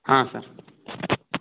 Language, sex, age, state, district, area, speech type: Kannada, male, 18-30, Karnataka, Tumkur, rural, conversation